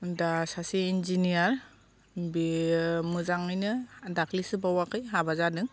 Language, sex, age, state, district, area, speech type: Bodo, female, 45-60, Assam, Kokrajhar, rural, spontaneous